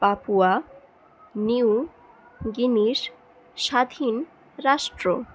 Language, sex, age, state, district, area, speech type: Bengali, female, 30-45, West Bengal, Purulia, rural, spontaneous